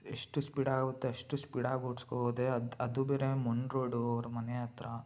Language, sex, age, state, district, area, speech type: Kannada, male, 18-30, Karnataka, Mysore, urban, spontaneous